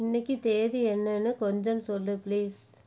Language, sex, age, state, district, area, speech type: Tamil, female, 30-45, Tamil Nadu, Erode, rural, read